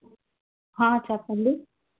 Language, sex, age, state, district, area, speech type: Telugu, female, 30-45, Andhra Pradesh, Vizianagaram, rural, conversation